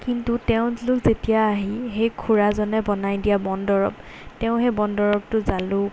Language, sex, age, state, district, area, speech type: Assamese, female, 18-30, Assam, Golaghat, urban, spontaneous